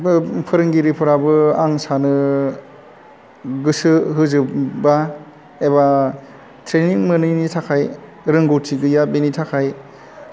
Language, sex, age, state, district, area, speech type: Bodo, male, 45-60, Assam, Chirang, urban, spontaneous